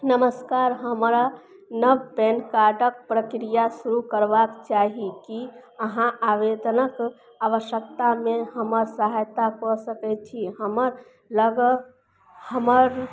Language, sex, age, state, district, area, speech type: Maithili, female, 45-60, Bihar, Madhubani, rural, read